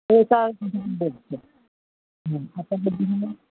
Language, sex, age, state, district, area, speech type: Bengali, female, 30-45, West Bengal, Howrah, urban, conversation